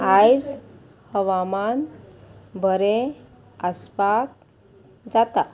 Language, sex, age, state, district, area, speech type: Goan Konkani, female, 30-45, Goa, Murmgao, rural, read